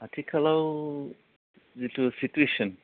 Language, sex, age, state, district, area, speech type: Bodo, male, 45-60, Assam, Udalguri, urban, conversation